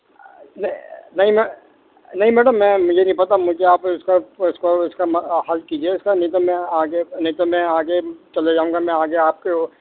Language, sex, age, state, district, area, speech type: Urdu, male, 45-60, Delhi, Central Delhi, urban, conversation